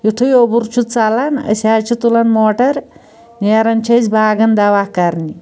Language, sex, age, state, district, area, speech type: Kashmiri, female, 45-60, Jammu and Kashmir, Anantnag, rural, spontaneous